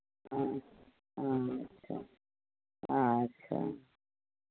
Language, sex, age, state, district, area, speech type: Maithili, female, 60+, Bihar, Madhepura, rural, conversation